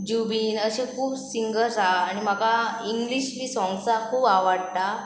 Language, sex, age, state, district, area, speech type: Goan Konkani, female, 18-30, Goa, Pernem, rural, spontaneous